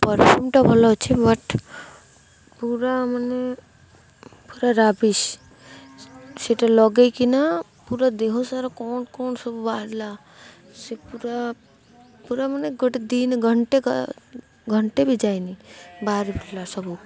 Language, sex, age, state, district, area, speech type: Odia, female, 18-30, Odisha, Malkangiri, urban, spontaneous